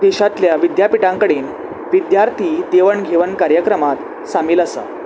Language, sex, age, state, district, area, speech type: Goan Konkani, male, 18-30, Goa, Salcete, urban, spontaneous